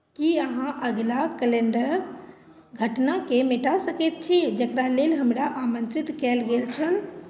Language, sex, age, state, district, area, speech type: Maithili, female, 30-45, Bihar, Madhubani, rural, read